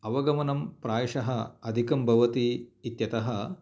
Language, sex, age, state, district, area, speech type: Sanskrit, male, 45-60, Andhra Pradesh, Kurnool, rural, spontaneous